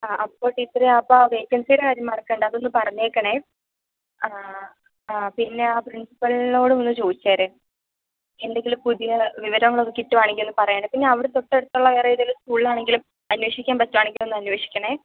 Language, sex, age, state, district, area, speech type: Malayalam, female, 18-30, Kerala, Idukki, rural, conversation